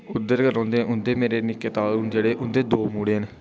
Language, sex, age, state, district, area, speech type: Dogri, male, 18-30, Jammu and Kashmir, Udhampur, rural, spontaneous